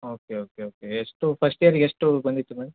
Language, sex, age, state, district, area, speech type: Kannada, male, 30-45, Karnataka, Hassan, urban, conversation